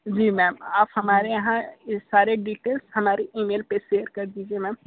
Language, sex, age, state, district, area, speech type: Hindi, male, 30-45, Uttar Pradesh, Sonbhadra, rural, conversation